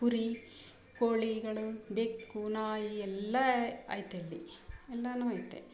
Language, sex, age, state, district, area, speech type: Kannada, female, 45-60, Karnataka, Mysore, rural, spontaneous